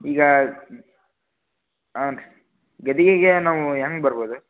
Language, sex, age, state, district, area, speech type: Kannada, male, 18-30, Karnataka, Gadag, rural, conversation